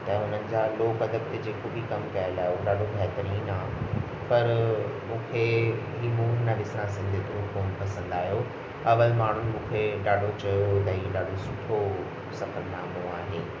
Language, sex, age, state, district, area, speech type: Sindhi, male, 18-30, Rajasthan, Ajmer, urban, spontaneous